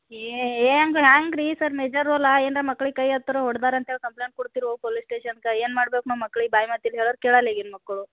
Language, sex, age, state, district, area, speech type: Kannada, female, 18-30, Karnataka, Gulbarga, urban, conversation